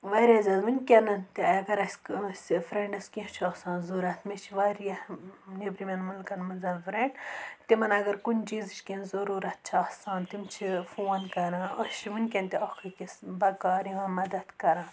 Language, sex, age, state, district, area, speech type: Kashmiri, female, 18-30, Jammu and Kashmir, Budgam, rural, spontaneous